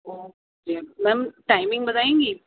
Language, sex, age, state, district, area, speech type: Urdu, female, 45-60, Delhi, North East Delhi, urban, conversation